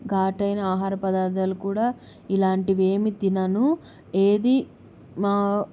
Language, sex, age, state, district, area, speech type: Telugu, female, 18-30, Andhra Pradesh, Kadapa, urban, spontaneous